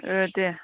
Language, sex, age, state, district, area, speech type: Bodo, female, 45-60, Assam, Baksa, rural, conversation